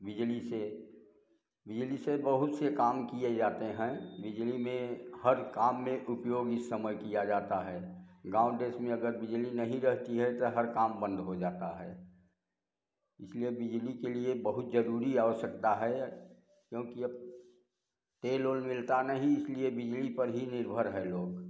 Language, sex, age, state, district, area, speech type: Hindi, male, 60+, Uttar Pradesh, Prayagraj, rural, spontaneous